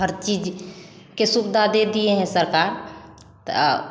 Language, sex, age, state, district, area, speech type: Hindi, female, 30-45, Bihar, Samastipur, rural, spontaneous